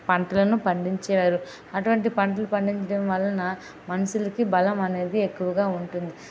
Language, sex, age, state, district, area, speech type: Telugu, female, 18-30, Andhra Pradesh, Vizianagaram, rural, spontaneous